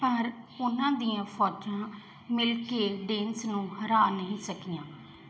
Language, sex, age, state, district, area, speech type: Punjabi, female, 30-45, Punjab, Mansa, urban, read